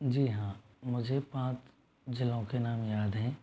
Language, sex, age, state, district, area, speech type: Hindi, male, 45-60, Rajasthan, Jodhpur, urban, spontaneous